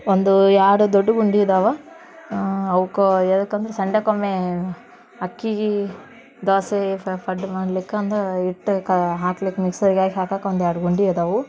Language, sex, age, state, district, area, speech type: Kannada, female, 18-30, Karnataka, Dharwad, urban, spontaneous